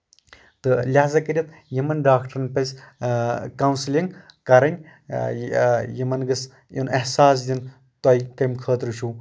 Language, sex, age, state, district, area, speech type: Kashmiri, male, 45-60, Jammu and Kashmir, Anantnag, rural, spontaneous